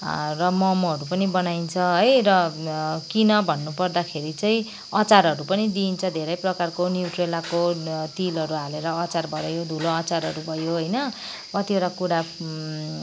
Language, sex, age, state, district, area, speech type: Nepali, female, 45-60, West Bengal, Kalimpong, rural, spontaneous